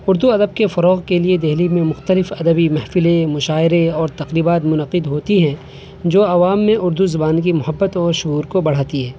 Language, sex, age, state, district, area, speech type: Urdu, male, 18-30, Delhi, North West Delhi, urban, spontaneous